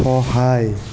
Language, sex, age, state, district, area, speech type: Assamese, male, 60+, Assam, Morigaon, rural, read